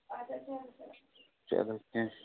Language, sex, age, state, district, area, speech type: Kashmiri, male, 18-30, Jammu and Kashmir, Budgam, rural, conversation